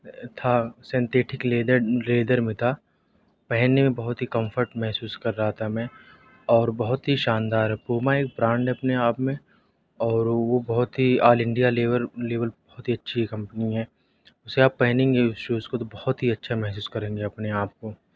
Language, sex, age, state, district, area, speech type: Urdu, male, 18-30, Delhi, South Delhi, urban, spontaneous